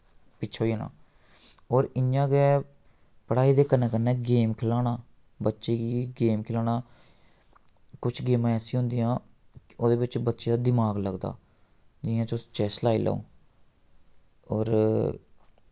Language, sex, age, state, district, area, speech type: Dogri, male, 18-30, Jammu and Kashmir, Samba, rural, spontaneous